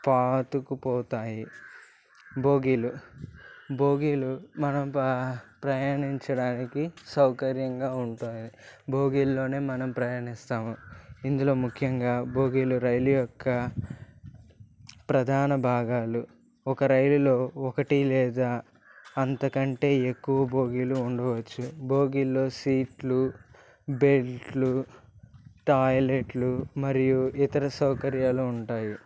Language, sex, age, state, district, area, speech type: Telugu, male, 18-30, Andhra Pradesh, Eluru, urban, spontaneous